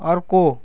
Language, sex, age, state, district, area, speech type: Nepali, male, 18-30, West Bengal, Kalimpong, rural, read